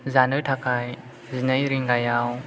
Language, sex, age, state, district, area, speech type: Bodo, male, 18-30, Assam, Chirang, rural, spontaneous